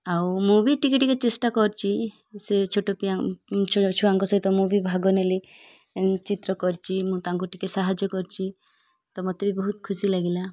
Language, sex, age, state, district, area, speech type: Odia, female, 30-45, Odisha, Malkangiri, urban, spontaneous